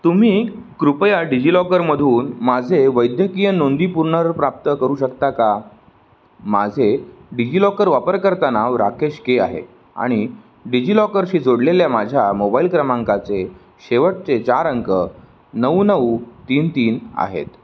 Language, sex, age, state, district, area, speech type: Marathi, male, 18-30, Maharashtra, Sindhudurg, rural, read